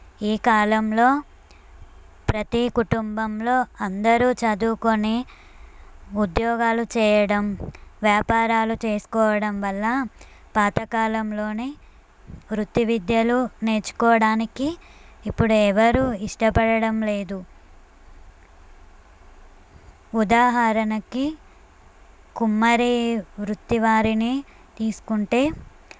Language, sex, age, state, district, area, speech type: Telugu, female, 18-30, Telangana, Suryapet, urban, spontaneous